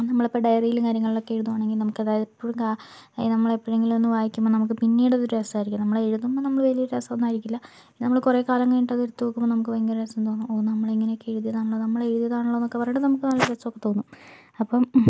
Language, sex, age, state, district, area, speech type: Malayalam, female, 18-30, Kerala, Kozhikode, urban, spontaneous